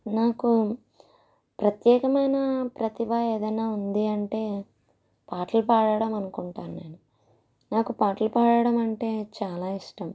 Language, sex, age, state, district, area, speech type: Telugu, female, 18-30, Andhra Pradesh, East Godavari, rural, spontaneous